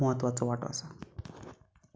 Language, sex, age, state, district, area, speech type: Goan Konkani, male, 30-45, Goa, Canacona, rural, spontaneous